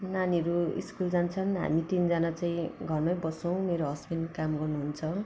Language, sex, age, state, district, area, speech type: Nepali, female, 30-45, West Bengal, Darjeeling, rural, spontaneous